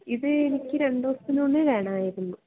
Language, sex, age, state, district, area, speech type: Malayalam, female, 18-30, Kerala, Idukki, rural, conversation